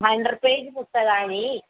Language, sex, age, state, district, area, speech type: Sanskrit, female, 18-30, Kerala, Kozhikode, rural, conversation